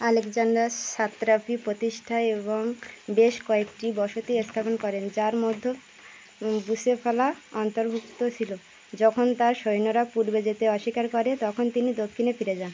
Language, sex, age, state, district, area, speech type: Bengali, female, 30-45, West Bengal, Birbhum, urban, read